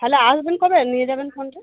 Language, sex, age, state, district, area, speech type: Bengali, female, 45-60, West Bengal, Birbhum, urban, conversation